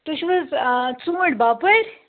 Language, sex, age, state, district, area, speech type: Kashmiri, female, 18-30, Jammu and Kashmir, Budgam, rural, conversation